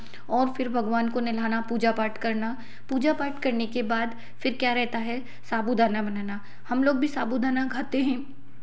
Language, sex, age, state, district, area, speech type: Hindi, female, 30-45, Madhya Pradesh, Betul, urban, spontaneous